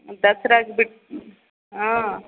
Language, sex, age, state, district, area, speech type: Kannada, female, 45-60, Karnataka, Chitradurga, urban, conversation